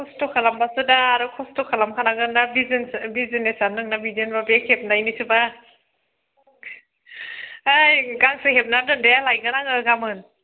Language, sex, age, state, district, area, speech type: Bodo, female, 18-30, Assam, Udalguri, urban, conversation